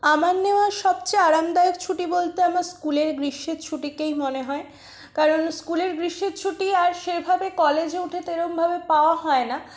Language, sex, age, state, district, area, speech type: Bengali, female, 18-30, West Bengal, Purulia, urban, spontaneous